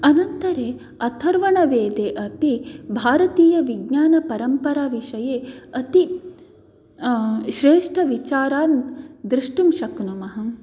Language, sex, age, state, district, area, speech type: Sanskrit, female, 30-45, Karnataka, Dakshina Kannada, rural, spontaneous